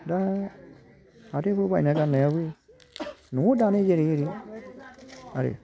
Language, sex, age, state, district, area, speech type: Bodo, male, 60+, Assam, Chirang, rural, spontaneous